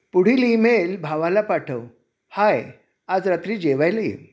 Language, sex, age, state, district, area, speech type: Marathi, male, 60+, Maharashtra, Sangli, urban, read